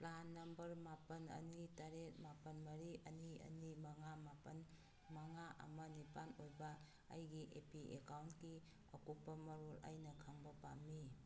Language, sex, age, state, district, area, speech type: Manipuri, female, 60+, Manipur, Kangpokpi, urban, read